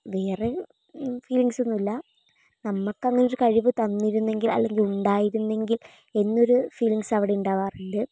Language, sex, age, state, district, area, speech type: Malayalam, female, 18-30, Kerala, Wayanad, rural, spontaneous